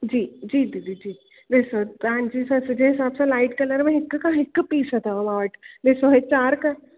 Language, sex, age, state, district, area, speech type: Sindhi, female, 18-30, Gujarat, Surat, urban, conversation